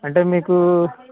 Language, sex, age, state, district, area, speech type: Telugu, male, 18-30, Andhra Pradesh, Kakinada, rural, conversation